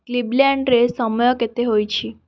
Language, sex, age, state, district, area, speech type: Odia, female, 18-30, Odisha, Cuttack, urban, read